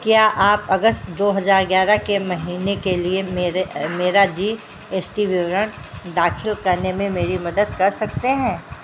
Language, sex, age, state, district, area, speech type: Hindi, female, 60+, Uttar Pradesh, Sitapur, rural, read